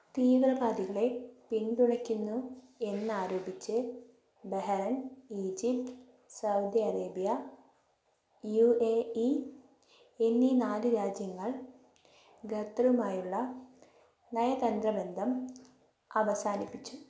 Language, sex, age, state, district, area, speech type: Malayalam, female, 18-30, Kerala, Wayanad, rural, read